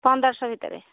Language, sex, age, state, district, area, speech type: Odia, female, 30-45, Odisha, Nayagarh, rural, conversation